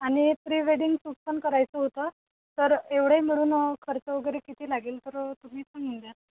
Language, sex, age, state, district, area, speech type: Marathi, female, 18-30, Maharashtra, Thane, rural, conversation